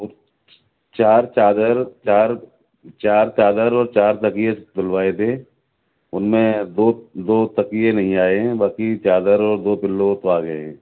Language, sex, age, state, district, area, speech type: Urdu, male, 60+, Delhi, South Delhi, urban, conversation